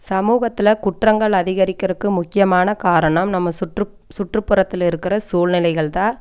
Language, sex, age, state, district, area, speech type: Tamil, female, 30-45, Tamil Nadu, Coimbatore, rural, spontaneous